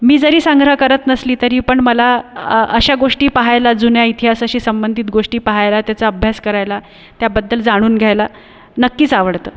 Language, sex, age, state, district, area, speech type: Marathi, female, 30-45, Maharashtra, Buldhana, urban, spontaneous